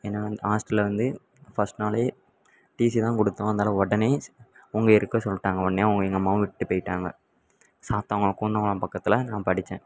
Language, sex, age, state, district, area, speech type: Tamil, male, 18-30, Tamil Nadu, Tirunelveli, rural, spontaneous